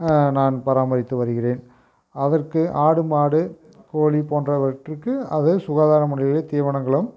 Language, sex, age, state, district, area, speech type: Tamil, male, 45-60, Tamil Nadu, Erode, rural, spontaneous